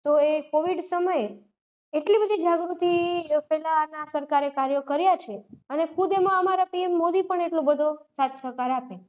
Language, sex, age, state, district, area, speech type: Gujarati, female, 30-45, Gujarat, Rajkot, urban, spontaneous